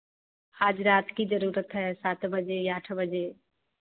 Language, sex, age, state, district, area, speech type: Hindi, female, 30-45, Bihar, Samastipur, rural, conversation